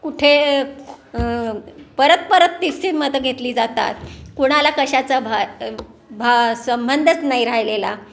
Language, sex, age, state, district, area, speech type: Marathi, female, 60+, Maharashtra, Pune, urban, spontaneous